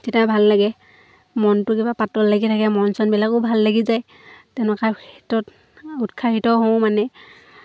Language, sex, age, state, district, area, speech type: Assamese, female, 18-30, Assam, Lakhimpur, rural, spontaneous